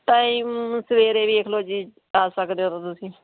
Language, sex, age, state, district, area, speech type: Punjabi, female, 45-60, Punjab, Bathinda, rural, conversation